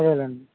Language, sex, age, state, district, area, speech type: Telugu, male, 18-30, Telangana, Khammam, urban, conversation